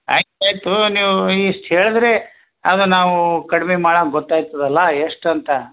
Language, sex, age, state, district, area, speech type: Kannada, male, 60+, Karnataka, Bidar, urban, conversation